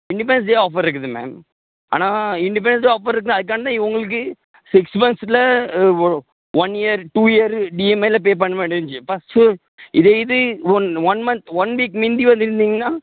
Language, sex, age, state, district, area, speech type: Tamil, male, 30-45, Tamil Nadu, Tirunelveli, rural, conversation